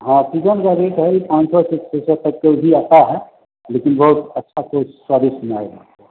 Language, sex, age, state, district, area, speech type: Hindi, male, 45-60, Bihar, Begusarai, rural, conversation